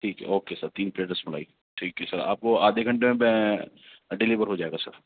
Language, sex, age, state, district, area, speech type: Urdu, male, 30-45, Delhi, Central Delhi, urban, conversation